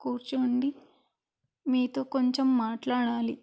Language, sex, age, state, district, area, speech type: Telugu, female, 18-30, Andhra Pradesh, Krishna, urban, spontaneous